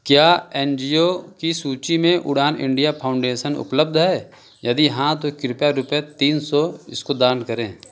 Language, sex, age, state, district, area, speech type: Hindi, male, 30-45, Uttar Pradesh, Chandauli, urban, read